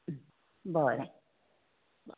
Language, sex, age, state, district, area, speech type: Goan Konkani, female, 60+, Goa, Bardez, rural, conversation